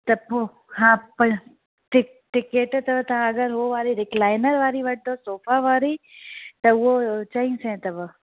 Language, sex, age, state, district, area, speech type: Sindhi, female, 30-45, Uttar Pradesh, Lucknow, urban, conversation